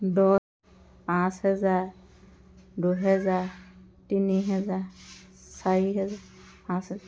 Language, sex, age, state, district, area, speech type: Assamese, female, 30-45, Assam, Dhemaji, urban, spontaneous